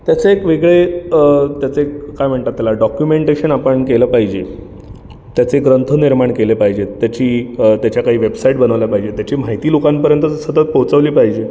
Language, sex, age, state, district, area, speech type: Marathi, male, 30-45, Maharashtra, Ratnagiri, urban, spontaneous